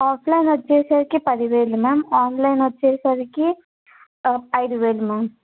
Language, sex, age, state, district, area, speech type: Telugu, female, 18-30, Telangana, Yadadri Bhuvanagiri, urban, conversation